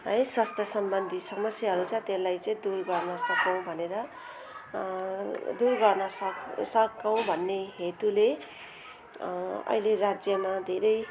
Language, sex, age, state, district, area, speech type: Nepali, female, 45-60, West Bengal, Jalpaiguri, urban, spontaneous